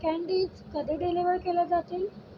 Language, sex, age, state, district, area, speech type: Marathi, female, 18-30, Maharashtra, Wardha, rural, read